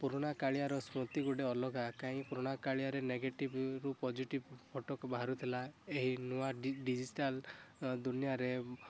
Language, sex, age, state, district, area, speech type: Odia, male, 18-30, Odisha, Rayagada, rural, spontaneous